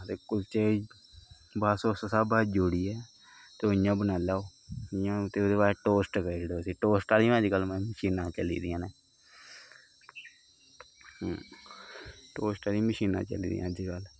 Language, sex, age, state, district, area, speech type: Dogri, male, 18-30, Jammu and Kashmir, Kathua, rural, spontaneous